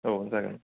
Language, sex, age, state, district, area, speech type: Bodo, male, 30-45, Assam, Udalguri, urban, conversation